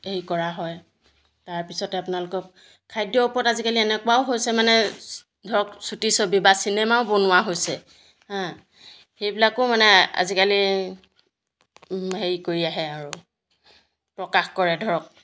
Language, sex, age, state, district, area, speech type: Assamese, female, 45-60, Assam, Jorhat, urban, spontaneous